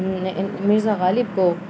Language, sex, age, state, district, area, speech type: Urdu, female, 30-45, Uttar Pradesh, Muzaffarnagar, urban, spontaneous